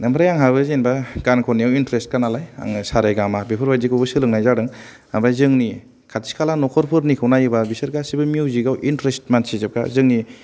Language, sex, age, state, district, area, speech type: Bodo, male, 18-30, Assam, Kokrajhar, urban, spontaneous